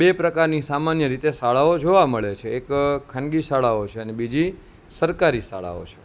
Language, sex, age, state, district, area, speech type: Gujarati, male, 30-45, Gujarat, Junagadh, urban, spontaneous